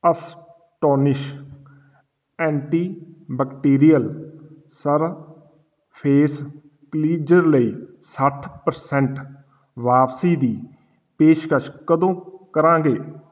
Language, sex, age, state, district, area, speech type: Punjabi, male, 30-45, Punjab, Fatehgarh Sahib, rural, read